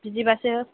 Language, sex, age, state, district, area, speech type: Bodo, female, 30-45, Assam, Kokrajhar, rural, conversation